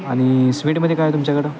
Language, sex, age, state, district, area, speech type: Marathi, male, 18-30, Maharashtra, Sangli, urban, spontaneous